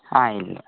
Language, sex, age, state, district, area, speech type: Malayalam, male, 30-45, Kerala, Kozhikode, urban, conversation